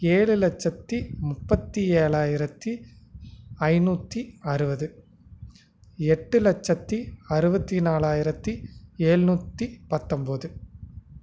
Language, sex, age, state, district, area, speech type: Tamil, male, 30-45, Tamil Nadu, Nagapattinam, rural, spontaneous